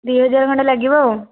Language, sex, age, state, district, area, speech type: Odia, female, 30-45, Odisha, Khordha, rural, conversation